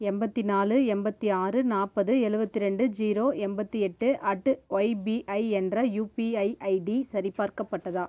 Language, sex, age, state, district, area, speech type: Tamil, female, 30-45, Tamil Nadu, Namakkal, rural, read